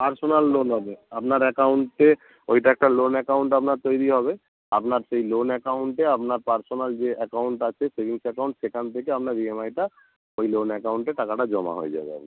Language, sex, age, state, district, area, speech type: Bengali, male, 30-45, West Bengal, North 24 Parganas, rural, conversation